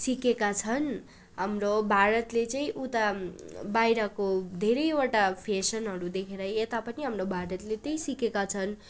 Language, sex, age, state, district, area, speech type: Nepali, female, 18-30, West Bengal, Darjeeling, rural, spontaneous